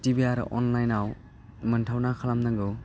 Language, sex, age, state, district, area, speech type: Bodo, male, 18-30, Assam, Baksa, rural, spontaneous